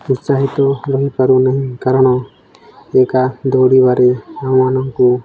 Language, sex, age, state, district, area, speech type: Odia, male, 18-30, Odisha, Nabarangpur, urban, spontaneous